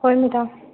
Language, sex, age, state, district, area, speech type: Manipuri, female, 30-45, Manipur, Kangpokpi, urban, conversation